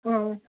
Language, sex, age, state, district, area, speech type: Assamese, female, 45-60, Assam, Tinsukia, urban, conversation